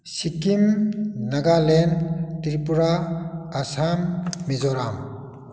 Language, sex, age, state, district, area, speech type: Manipuri, male, 60+, Manipur, Kakching, rural, spontaneous